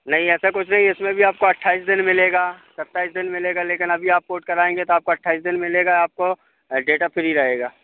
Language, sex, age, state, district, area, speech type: Hindi, male, 30-45, Madhya Pradesh, Hoshangabad, rural, conversation